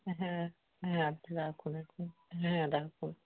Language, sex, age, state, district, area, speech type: Bengali, male, 45-60, West Bengal, Darjeeling, urban, conversation